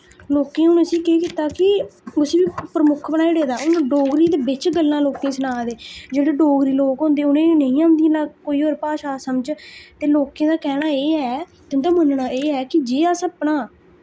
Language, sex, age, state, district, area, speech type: Dogri, female, 18-30, Jammu and Kashmir, Samba, rural, spontaneous